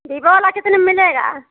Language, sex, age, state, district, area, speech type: Hindi, female, 45-60, Uttar Pradesh, Ayodhya, rural, conversation